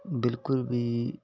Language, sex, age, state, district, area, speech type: Punjabi, male, 30-45, Punjab, Patiala, rural, spontaneous